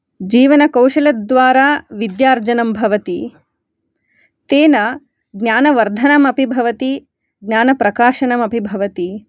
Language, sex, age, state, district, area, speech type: Sanskrit, female, 30-45, Karnataka, Shimoga, rural, spontaneous